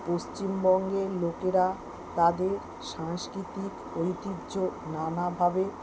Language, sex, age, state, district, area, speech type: Bengali, female, 45-60, West Bengal, Kolkata, urban, spontaneous